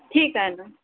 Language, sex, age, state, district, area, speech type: Marathi, female, 30-45, Maharashtra, Wardha, rural, conversation